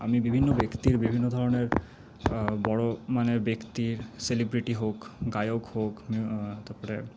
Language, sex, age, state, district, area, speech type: Bengali, male, 30-45, West Bengal, Paschim Bardhaman, urban, spontaneous